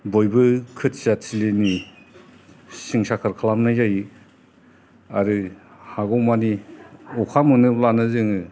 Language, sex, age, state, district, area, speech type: Bodo, male, 60+, Assam, Kokrajhar, urban, spontaneous